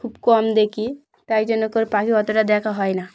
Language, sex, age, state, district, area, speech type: Bengali, female, 18-30, West Bengal, Dakshin Dinajpur, urban, spontaneous